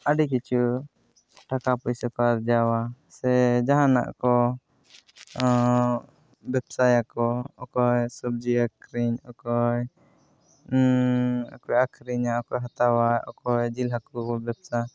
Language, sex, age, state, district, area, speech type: Santali, male, 18-30, Jharkhand, East Singhbhum, rural, spontaneous